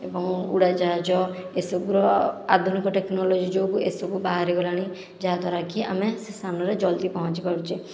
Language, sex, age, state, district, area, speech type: Odia, female, 18-30, Odisha, Khordha, rural, spontaneous